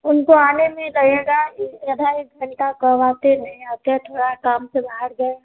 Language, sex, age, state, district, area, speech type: Hindi, female, 18-30, Bihar, Vaishali, rural, conversation